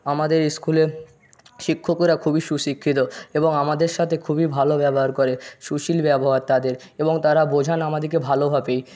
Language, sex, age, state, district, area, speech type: Bengali, male, 45-60, West Bengal, Jhargram, rural, spontaneous